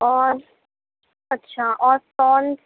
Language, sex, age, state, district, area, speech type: Urdu, female, 30-45, Uttar Pradesh, Gautam Buddha Nagar, urban, conversation